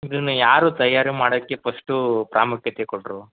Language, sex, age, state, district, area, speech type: Kannada, male, 45-60, Karnataka, Mysore, rural, conversation